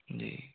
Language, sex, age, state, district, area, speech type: Hindi, male, 45-60, Rajasthan, Jodhpur, rural, conversation